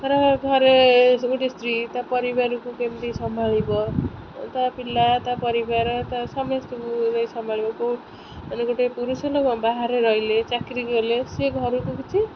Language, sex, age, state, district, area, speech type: Odia, female, 30-45, Odisha, Kendrapara, urban, spontaneous